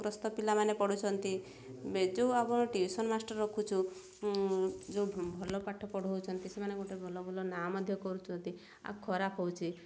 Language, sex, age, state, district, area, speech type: Odia, female, 30-45, Odisha, Mayurbhanj, rural, spontaneous